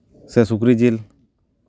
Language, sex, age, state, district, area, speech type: Santali, male, 30-45, West Bengal, Paschim Bardhaman, rural, spontaneous